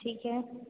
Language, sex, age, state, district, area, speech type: Hindi, female, 18-30, Madhya Pradesh, Hoshangabad, rural, conversation